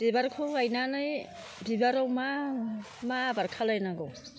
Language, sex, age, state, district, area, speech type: Bodo, female, 60+, Assam, Chirang, rural, spontaneous